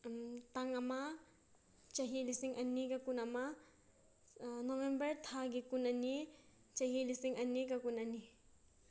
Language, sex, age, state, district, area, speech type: Manipuri, female, 18-30, Manipur, Senapati, rural, spontaneous